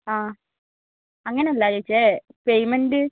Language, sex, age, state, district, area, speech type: Malayalam, female, 45-60, Kerala, Kozhikode, urban, conversation